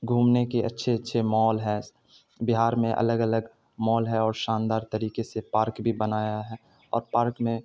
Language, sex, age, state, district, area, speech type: Urdu, male, 30-45, Bihar, Supaul, urban, spontaneous